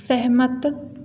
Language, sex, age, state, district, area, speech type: Hindi, female, 18-30, Madhya Pradesh, Hoshangabad, rural, read